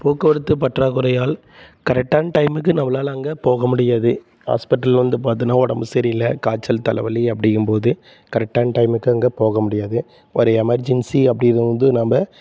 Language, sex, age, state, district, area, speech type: Tamil, male, 30-45, Tamil Nadu, Salem, rural, spontaneous